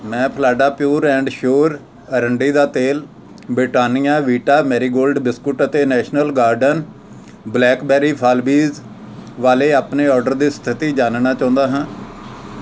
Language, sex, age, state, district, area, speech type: Punjabi, male, 45-60, Punjab, Amritsar, rural, read